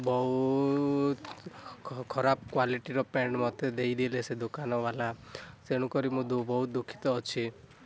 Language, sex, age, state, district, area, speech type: Odia, male, 18-30, Odisha, Rayagada, rural, spontaneous